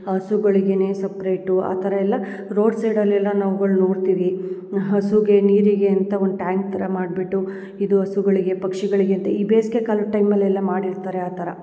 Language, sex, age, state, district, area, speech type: Kannada, female, 30-45, Karnataka, Hassan, urban, spontaneous